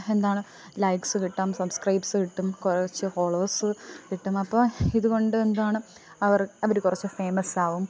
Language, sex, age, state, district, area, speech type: Malayalam, female, 18-30, Kerala, Thiruvananthapuram, rural, spontaneous